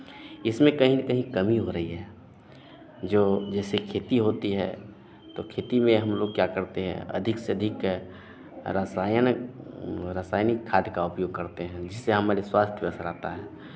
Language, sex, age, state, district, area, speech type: Hindi, male, 30-45, Bihar, Madhepura, rural, spontaneous